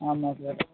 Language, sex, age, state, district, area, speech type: Tamil, male, 18-30, Tamil Nadu, Tirunelveli, rural, conversation